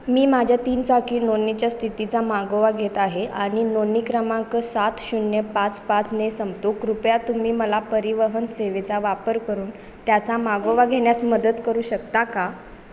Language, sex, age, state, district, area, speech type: Marathi, female, 18-30, Maharashtra, Ratnagiri, rural, read